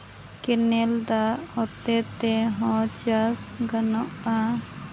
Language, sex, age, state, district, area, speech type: Santali, female, 30-45, Jharkhand, Seraikela Kharsawan, rural, spontaneous